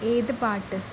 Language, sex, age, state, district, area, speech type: Malayalam, female, 18-30, Kerala, Wayanad, rural, read